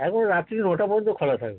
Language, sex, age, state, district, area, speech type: Bengali, male, 60+, West Bengal, North 24 Parganas, urban, conversation